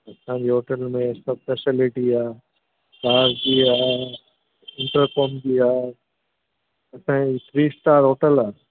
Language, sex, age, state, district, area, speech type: Sindhi, male, 60+, Gujarat, Junagadh, rural, conversation